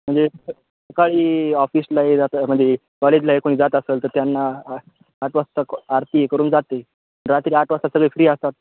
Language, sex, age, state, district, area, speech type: Marathi, male, 18-30, Maharashtra, Nanded, rural, conversation